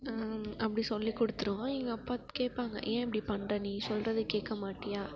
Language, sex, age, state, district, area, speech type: Tamil, female, 18-30, Tamil Nadu, Perambalur, rural, spontaneous